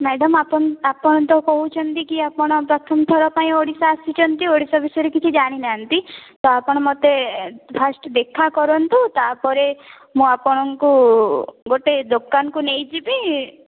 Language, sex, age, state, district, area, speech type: Odia, female, 18-30, Odisha, Kendrapara, urban, conversation